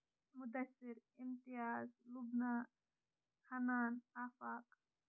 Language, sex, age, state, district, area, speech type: Kashmiri, female, 30-45, Jammu and Kashmir, Shopian, urban, spontaneous